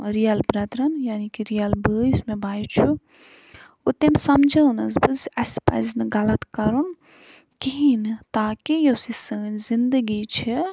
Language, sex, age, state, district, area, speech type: Kashmiri, female, 45-60, Jammu and Kashmir, Budgam, rural, spontaneous